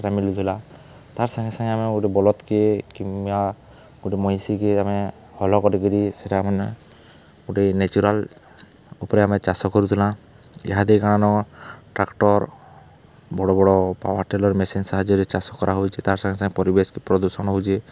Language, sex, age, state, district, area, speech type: Odia, male, 18-30, Odisha, Balangir, urban, spontaneous